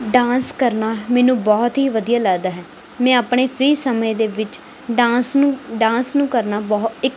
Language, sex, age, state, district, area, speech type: Punjabi, female, 18-30, Punjab, Muktsar, rural, spontaneous